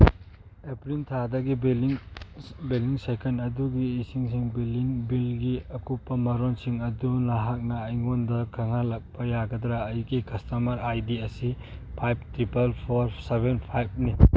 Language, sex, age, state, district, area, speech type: Manipuri, male, 30-45, Manipur, Churachandpur, rural, read